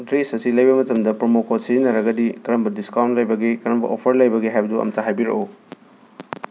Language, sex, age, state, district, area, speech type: Manipuri, male, 18-30, Manipur, Imphal West, urban, spontaneous